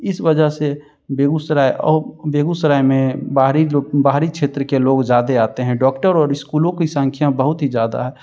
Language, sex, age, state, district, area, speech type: Hindi, male, 18-30, Bihar, Begusarai, rural, spontaneous